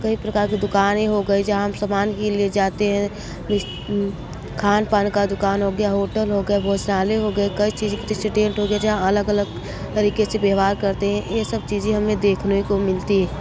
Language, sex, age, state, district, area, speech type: Hindi, female, 30-45, Uttar Pradesh, Mirzapur, rural, spontaneous